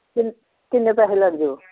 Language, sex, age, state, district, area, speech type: Dogri, female, 60+, Jammu and Kashmir, Samba, urban, conversation